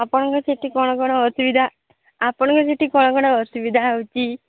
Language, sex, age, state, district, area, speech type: Odia, female, 18-30, Odisha, Sambalpur, rural, conversation